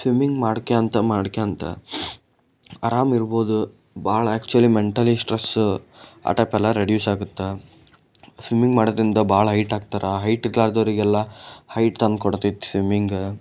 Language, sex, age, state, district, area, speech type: Kannada, male, 18-30, Karnataka, Koppal, rural, spontaneous